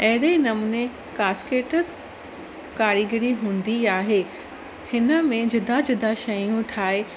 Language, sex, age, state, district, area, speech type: Sindhi, female, 30-45, Gujarat, Surat, urban, spontaneous